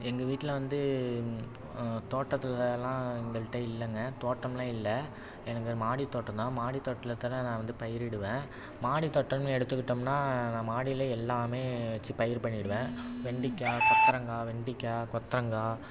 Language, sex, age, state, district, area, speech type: Tamil, male, 30-45, Tamil Nadu, Thanjavur, urban, spontaneous